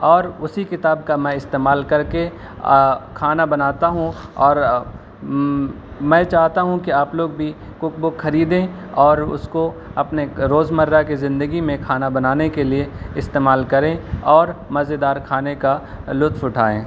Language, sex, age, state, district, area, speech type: Urdu, male, 18-30, Delhi, East Delhi, urban, spontaneous